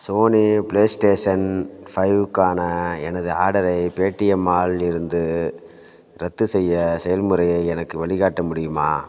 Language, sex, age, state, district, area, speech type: Tamil, male, 30-45, Tamil Nadu, Thanjavur, rural, read